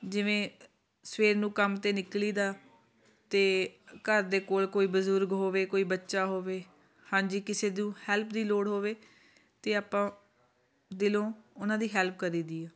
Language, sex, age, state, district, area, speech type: Punjabi, female, 30-45, Punjab, Shaheed Bhagat Singh Nagar, urban, spontaneous